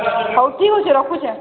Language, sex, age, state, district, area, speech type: Odia, female, 30-45, Odisha, Balangir, urban, conversation